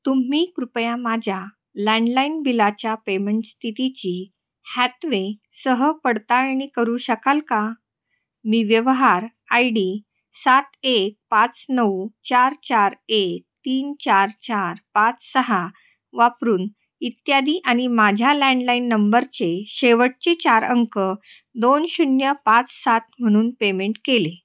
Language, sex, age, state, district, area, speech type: Marathi, female, 30-45, Maharashtra, Nashik, urban, read